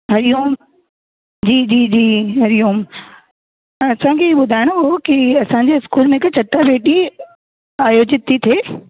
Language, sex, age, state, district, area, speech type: Sindhi, female, 18-30, Rajasthan, Ajmer, urban, conversation